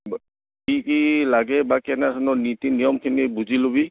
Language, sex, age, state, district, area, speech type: Assamese, male, 60+, Assam, Goalpara, urban, conversation